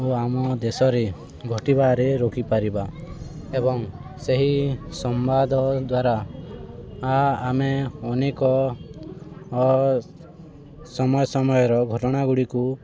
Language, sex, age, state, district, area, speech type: Odia, male, 18-30, Odisha, Balangir, urban, spontaneous